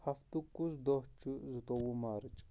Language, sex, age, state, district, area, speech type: Kashmiri, male, 18-30, Jammu and Kashmir, Shopian, urban, read